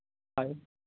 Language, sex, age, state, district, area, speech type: Santali, male, 45-60, Jharkhand, East Singhbhum, rural, conversation